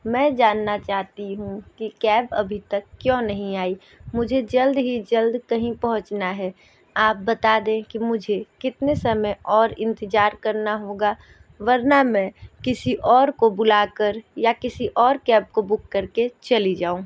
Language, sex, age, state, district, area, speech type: Hindi, female, 18-30, Uttar Pradesh, Sonbhadra, rural, spontaneous